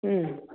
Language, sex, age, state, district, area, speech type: Kannada, female, 60+, Karnataka, Gadag, rural, conversation